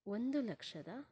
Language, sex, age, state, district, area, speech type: Kannada, female, 30-45, Karnataka, Shimoga, rural, spontaneous